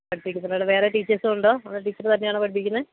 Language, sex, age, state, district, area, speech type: Malayalam, female, 30-45, Kerala, Idukki, rural, conversation